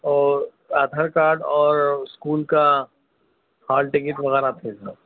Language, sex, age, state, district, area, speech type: Urdu, male, 30-45, Telangana, Hyderabad, urban, conversation